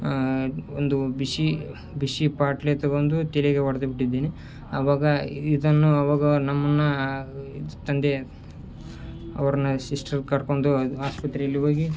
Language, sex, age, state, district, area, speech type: Kannada, male, 18-30, Karnataka, Koppal, rural, spontaneous